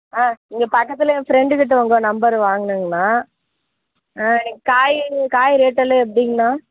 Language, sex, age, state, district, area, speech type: Tamil, female, 18-30, Tamil Nadu, Namakkal, rural, conversation